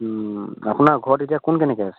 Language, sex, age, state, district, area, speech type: Assamese, male, 18-30, Assam, Sivasagar, rural, conversation